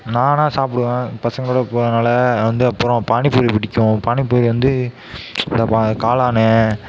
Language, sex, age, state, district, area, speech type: Tamil, male, 18-30, Tamil Nadu, Mayiladuthurai, rural, spontaneous